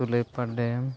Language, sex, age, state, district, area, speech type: Santali, male, 45-60, Odisha, Mayurbhanj, rural, spontaneous